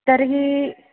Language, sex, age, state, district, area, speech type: Sanskrit, female, 18-30, Kerala, Palakkad, urban, conversation